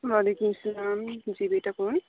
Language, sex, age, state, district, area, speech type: Urdu, female, 18-30, Uttar Pradesh, Aligarh, urban, conversation